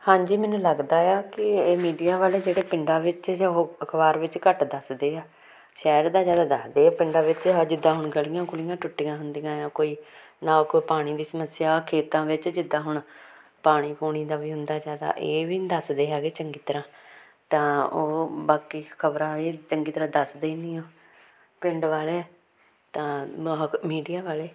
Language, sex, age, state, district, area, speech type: Punjabi, female, 45-60, Punjab, Hoshiarpur, rural, spontaneous